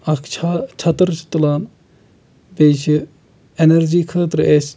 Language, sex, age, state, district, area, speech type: Kashmiri, male, 60+, Jammu and Kashmir, Kulgam, rural, spontaneous